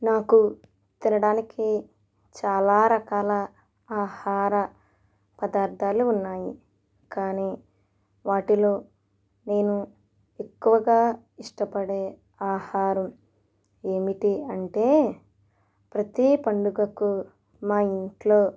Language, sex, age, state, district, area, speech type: Telugu, female, 18-30, Andhra Pradesh, East Godavari, rural, spontaneous